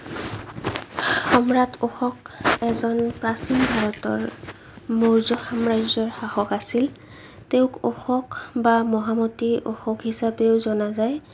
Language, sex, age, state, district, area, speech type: Assamese, female, 30-45, Assam, Morigaon, rural, spontaneous